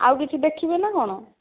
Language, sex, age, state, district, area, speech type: Odia, female, 18-30, Odisha, Kandhamal, rural, conversation